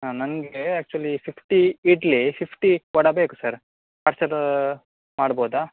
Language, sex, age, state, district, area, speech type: Kannada, male, 30-45, Karnataka, Udupi, rural, conversation